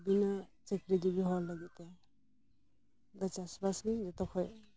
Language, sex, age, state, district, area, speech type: Santali, female, 18-30, West Bengal, Malda, rural, spontaneous